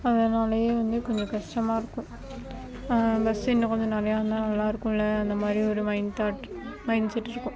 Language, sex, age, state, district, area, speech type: Tamil, female, 30-45, Tamil Nadu, Tiruvarur, rural, spontaneous